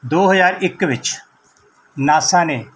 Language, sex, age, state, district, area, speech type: Punjabi, male, 45-60, Punjab, Mansa, rural, spontaneous